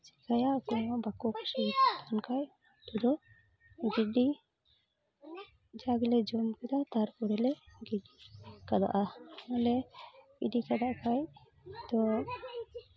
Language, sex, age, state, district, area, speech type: Santali, female, 30-45, West Bengal, Malda, rural, spontaneous